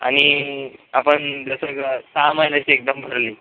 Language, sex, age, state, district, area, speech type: Marathi, male, 18-30, Maharashtra, Washim, rural, conversation